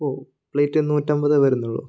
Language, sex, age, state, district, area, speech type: Malayalam, male, 18-30, Kerala, Kannur, urban, spontaneous